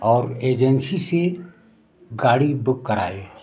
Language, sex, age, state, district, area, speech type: Hindi, male, 60+, Uttar Pradesh, Prayagraj, rural, spontaneous